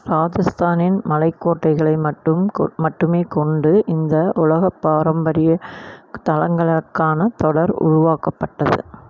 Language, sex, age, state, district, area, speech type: Tamil, female, 45-60, Tamil Nadu, Erode, rural, read